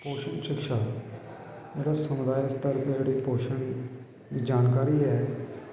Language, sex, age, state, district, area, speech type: Dogri, male, 18-30, Jammu and Kashmir, Kathua, rural, spontaneous